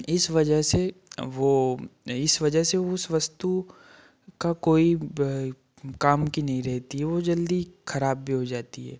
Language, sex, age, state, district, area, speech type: Hindi, male, 30-45, Madhya Pradesh, Betul, urban, spontaneous